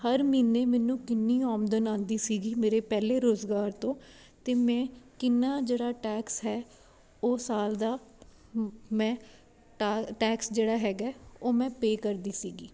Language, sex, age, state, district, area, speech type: Punjabi, female, 18-30, Punjab, Ludhiana, urban, spontaneous